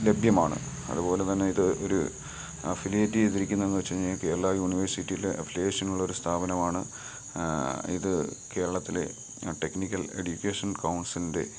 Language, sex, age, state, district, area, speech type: Malayalam, male, 30-45, Kerala, Kottayam, rural, spontaneous